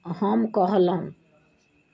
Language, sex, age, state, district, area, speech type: Maithili, female, 60+, Bihar, Sitamarhi, rural, read